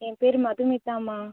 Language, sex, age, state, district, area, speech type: Tamil, female, 18-30, Tamil Nadu, Cuddalore, urban, conversation